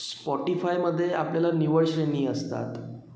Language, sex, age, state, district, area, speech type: Marathi, male, 30-45, Maharashtra, Wardha, urban, spontaneous